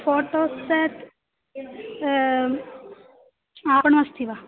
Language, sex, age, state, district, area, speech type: Sanskrit, female, 18-30, Kerala, Malappuram, urban, conversation